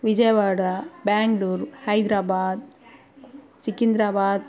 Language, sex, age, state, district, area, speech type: Telugu, female, 30-45, Andhra Pradesh, Kadapa, rural, spontaneous